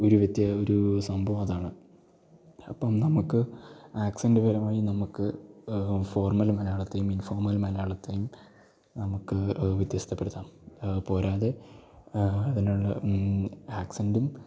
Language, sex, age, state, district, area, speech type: Malayalam, male, 18-30, Kerala, Idukki, rural, spontaneous